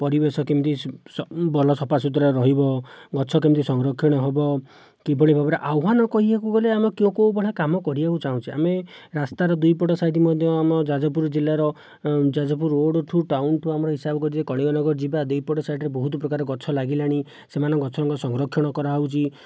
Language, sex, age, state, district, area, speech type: Odia, male, 45-60, Odisha, Jajpur, rural, spontaneous